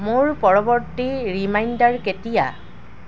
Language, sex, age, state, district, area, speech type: Assamese, female, 60+, Assam, Dibrugarh, rural, read